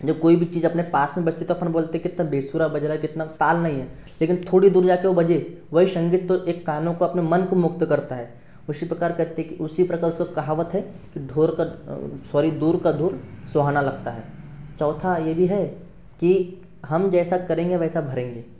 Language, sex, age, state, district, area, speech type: Hindi, male, 18-30, Madhya Pradesh, Betul, urban, spontaneous